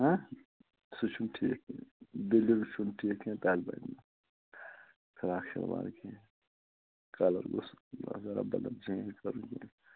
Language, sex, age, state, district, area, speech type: Kashmiri, male, 60+, Jammu and Kashmir, Shopian, rural, conversation